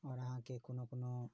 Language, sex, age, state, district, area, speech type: Maithili, male, 30-45, Bihar, Saharsa, rural, spontaneous